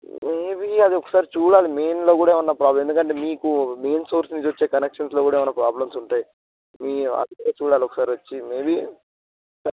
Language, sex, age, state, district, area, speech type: Telugu, male, 18-30, Telangana, Siddipet, rural, conversation